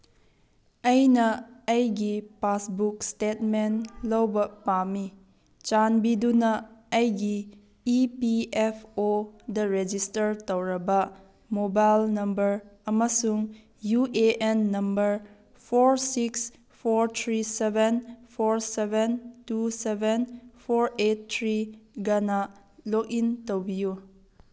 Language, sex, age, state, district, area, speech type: Manipuri, female, 30-45, Manipur, Tengnoupal, rural, read